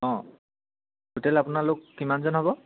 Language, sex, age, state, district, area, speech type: Assamese, male, 18-30, Assam, Sivasagar, urban, conversation